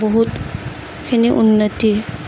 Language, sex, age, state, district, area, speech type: Assamese, female, 30-45, Assam, Darrang, rural, spontaneous